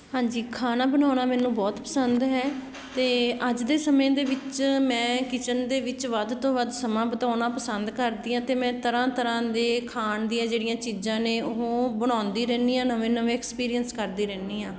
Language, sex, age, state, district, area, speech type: Punjabi, female, 30-45, Punjab, Patiala, rural, spontaneous